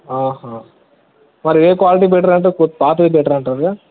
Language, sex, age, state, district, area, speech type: Telugu, male, 18-30, Telangana, Mahabubabad, urban, conversation